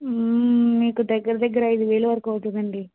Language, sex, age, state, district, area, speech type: Telugu, female, 30-45, Andhra Pradesh, Vizianagaram, rural, conversation